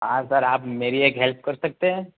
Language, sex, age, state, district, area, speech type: Gujarati, male, 18-30, Gujarat, Surat, urban, conversation